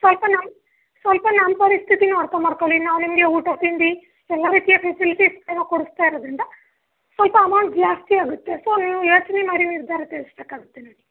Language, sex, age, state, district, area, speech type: Kannada, female, 18-30, Karnataka, Chamarajanagar, rural, conversation